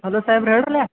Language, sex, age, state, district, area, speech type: Kannada, male, 30-45, Karnataka, Belgaum, rural, conversation